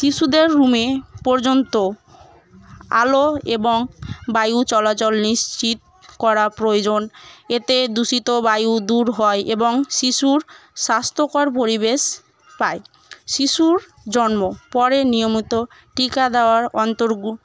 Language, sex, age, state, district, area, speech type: Bengali, female, 18-30, West Bengal, Murshidabad, rural, spontaneous